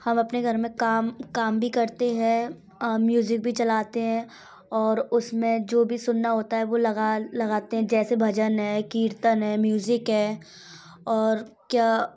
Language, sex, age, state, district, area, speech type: Hindi, female, 18-30, Madhya Pradesh, Gwalior, rural, spontaneous